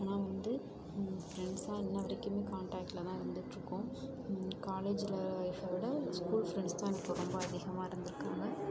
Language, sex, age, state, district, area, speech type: Tamil, female, 30-45, Tamil Nadu, Ariyalur, rural, spontaneous